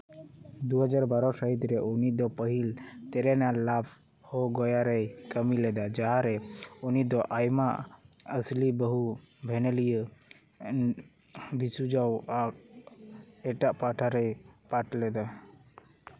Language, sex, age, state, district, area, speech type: Santali, male, 18-30, West Bengal, Paschim Bardhaman, rural, read